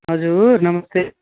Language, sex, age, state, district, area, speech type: Nepali, male, 30-45, West Bengal, Darjeeling, rural, conversation